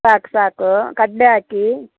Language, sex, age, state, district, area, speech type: Kannada, female, 60+, Karnataka, Udupi, rural, conversation